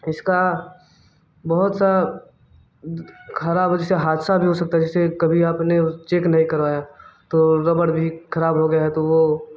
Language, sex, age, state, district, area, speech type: Hindi, male, 18-30, Uttar Pradesh, Mirzapur, urban, spontaneous